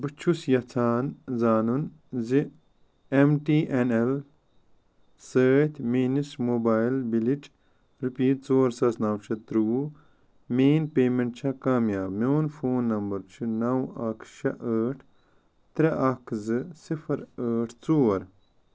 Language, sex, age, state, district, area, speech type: Kashmiri, male, 30-45, Jammu and Kashmir, Ganderbal, rural, read